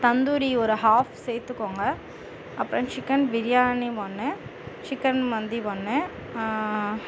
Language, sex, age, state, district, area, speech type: Tamil, female, 30-45, Tamil Nadu, Tiruvarur, urban, spontaneous